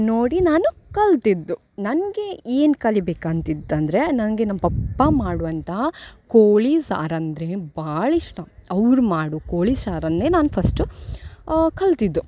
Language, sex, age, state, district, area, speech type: Kannada, female, 18-30, Karnataka, Uttara Kannada, rural, spontaneous